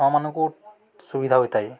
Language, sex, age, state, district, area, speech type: Odia, male, 18-30, Odisha, Balangir, urban, spontaneous